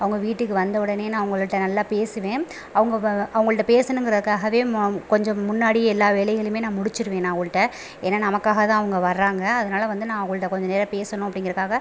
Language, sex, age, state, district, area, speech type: Tamil, female, 30-45, Tamil Nadu, Pudukkottai, rural, spontaneous